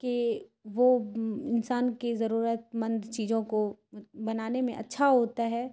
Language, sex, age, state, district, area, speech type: Urdu, female, 30-45, Bihar, Khagaria, rural, spontaneous